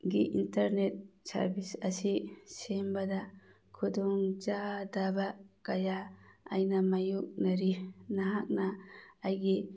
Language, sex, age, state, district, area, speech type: Manipuri, female, 45-60, Manipur, Churachandpur, urban, read